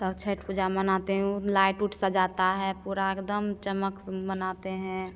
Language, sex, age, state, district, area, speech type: Hindi, female, 30-45, Bihar, Begusarai, urban, spontaneous